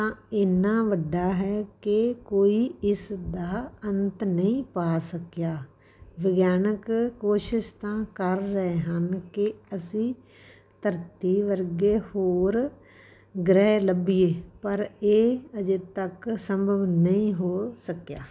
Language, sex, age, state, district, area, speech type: Punjabi, female, 45-60, Punjab, Patiala, rural, spontaneous